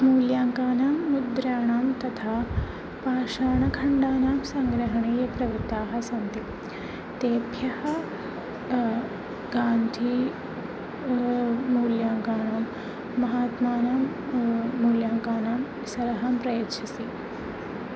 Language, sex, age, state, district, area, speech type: Sanskrit, female, 18-30, Kerala, Thrissur, urban, spontaneous